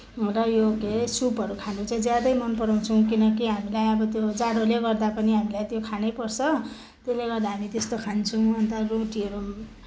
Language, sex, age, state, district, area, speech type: Nepali, female, 30-45, West Bengal, Kalimpong, rural, spontaneous